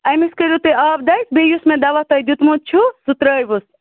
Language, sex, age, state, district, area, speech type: Kashmiri, female, 30-45, Jammu and Kashmir, Baramulla, rural, conversation